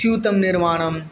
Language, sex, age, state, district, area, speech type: Sanskrit, male, 18-30, West Bengal, Bankura, urban, spontaneous